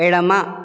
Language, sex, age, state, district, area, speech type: Telugu, male, 30-45, Telangana, Karimnagar, rural, read